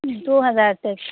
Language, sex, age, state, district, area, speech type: Urdu, female, 18-30, Uttar Pradesh, Lucknow, rural, conversation